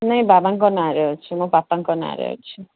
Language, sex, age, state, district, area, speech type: Odia, female, 45-60, Odisha, Sundergarh, rural, conversation